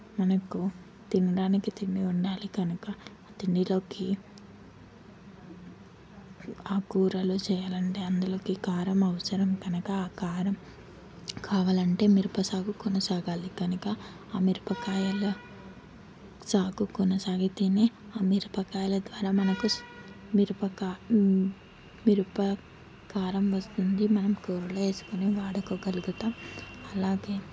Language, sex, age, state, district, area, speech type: Telugu, female, 18-30, Telangana, Hyderabad, urban, spontaneous